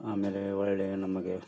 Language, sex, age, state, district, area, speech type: Kannada, male, 30-45, Karnataka, Dharwad, rural, spontaneous